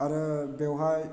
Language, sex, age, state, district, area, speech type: Bodo, male, 30-45, Assam, Chirang, urban, spontaneous